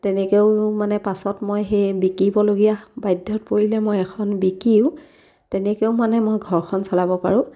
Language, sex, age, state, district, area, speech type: Assamese, female, 30-45, Assam, Sivasagar, rural, spontaneous